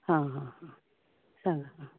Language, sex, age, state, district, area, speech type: Goan Konkani, female, 60+, Goa, Canacona, rural, conversation